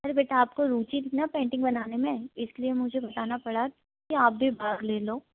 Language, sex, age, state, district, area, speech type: Hindi, female, 18-30, Madhya Pradesh, Harda, urban, conversation